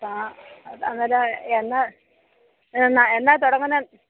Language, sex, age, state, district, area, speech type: Malayalam, female, 45-60, Kerala, Kollam, rural, conversation